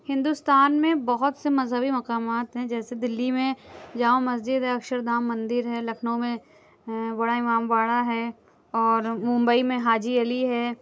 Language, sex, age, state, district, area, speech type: Urdu, female, 18-30, Uttar Pradesh, Lucknow, rural, spontaneous